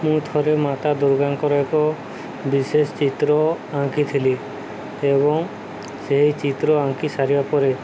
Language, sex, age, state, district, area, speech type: Odia, male, 30-45, Odisha, Subarnapur, urban, spontaneous